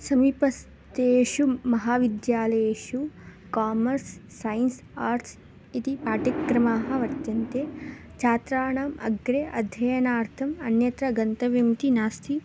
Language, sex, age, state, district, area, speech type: Sanskrit, female, 18-30, Karnataka, Bangalore Rural, rural, spontaneous